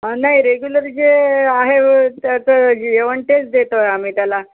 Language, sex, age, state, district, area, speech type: Marathi, female, 60+, Maharashtra, Yavatmal, urban, conversation